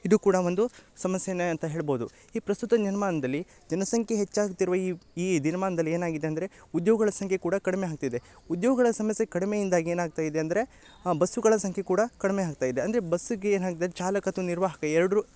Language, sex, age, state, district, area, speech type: Kannada, male, 18-30, Karnataka, Uttara Kannada, rural, spontaneous